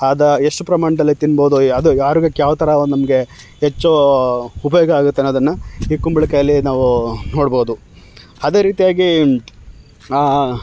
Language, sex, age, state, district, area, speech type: Kannada, male, 30-45, Karnataka, Chamarajanagar, rural, spontaneous